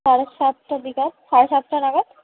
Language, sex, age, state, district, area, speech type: Bengali, female, 60+, West Bengal, Purulia, urban, conversation